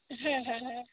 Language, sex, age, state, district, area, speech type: Bengali, female, 30-45, West Bengal, Dakshin Dinajpur, urban, conversation